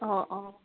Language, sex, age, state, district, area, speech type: Assamese, female, 18-30, Assam, Dibrugarh, rural, conversation